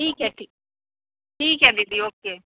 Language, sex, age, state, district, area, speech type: Hindi, female, 45-60, Bihar, Begusarai, rural, conversation